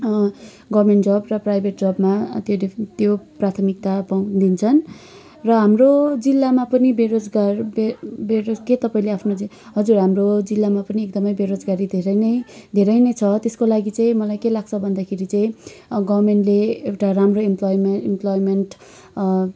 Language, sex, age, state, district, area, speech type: Nepali, female, 18-30, West Bengal, Kalimpong, rural, spontaneous